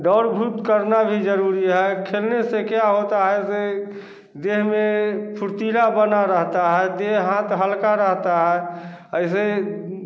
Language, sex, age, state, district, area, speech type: Hindi, male, 45-60, Bihar, Samastipur, rural, spontaneous